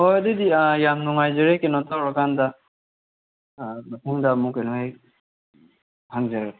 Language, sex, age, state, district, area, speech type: Manipuri, male, 30-45, Manipur, Kangpokpi, urban, conversation